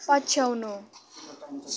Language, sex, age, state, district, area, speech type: Nepali, female, 18-30, West Bengal, Jalpaiguri, rural, read